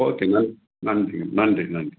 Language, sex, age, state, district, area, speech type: Tamil, male, 60+, Tamil Nadu, Tenkasi, rural, conversation